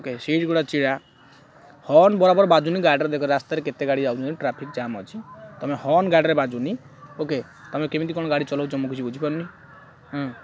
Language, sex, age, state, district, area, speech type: Odia, male, 18-30, Odisha, Kendrapara, urban, spontaneous